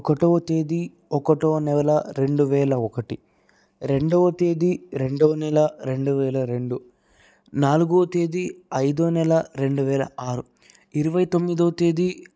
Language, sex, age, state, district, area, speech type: Telugu, male, 18-30, Andhra Pradesh, Anantapur, urban, spontaneous